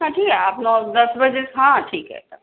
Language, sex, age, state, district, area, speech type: Hindi, female, 30-45, Madhya Pradesh, Seoni, urban, conversation